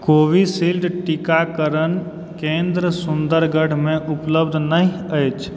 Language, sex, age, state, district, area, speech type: Maithili, male, 18-30, Bihar, Supaul, rural, read